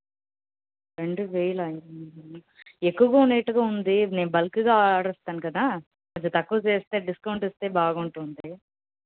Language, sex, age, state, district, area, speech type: Telugu, female, 18-30, Andhra Pradesh, Sri Balaji, rural, conversation